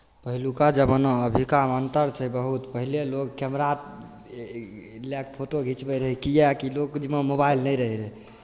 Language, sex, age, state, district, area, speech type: Maithili, male, 18-30, Bihar, Begusarai, rural, spontaneous